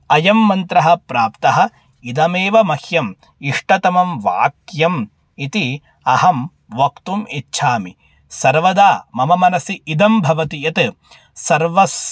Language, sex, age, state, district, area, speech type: Sanskrit, male, 18-30, Karnataka, Bangalore Rural, urban, spontaneous